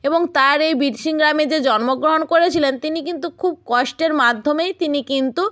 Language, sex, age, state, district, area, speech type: Bengali, female, 45-60, West Bengal, Purba Medinipur, rural, spontaneous